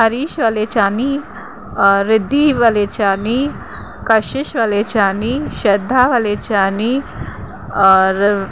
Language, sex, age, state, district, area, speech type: Sindhi, female, 30-45, Uttar Pradesh, Lucknow, rural, spontaneous